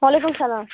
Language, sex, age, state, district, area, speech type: Kashmiri, other, 18-30, Jammu and Kashmir, Baramulla, rural, conversation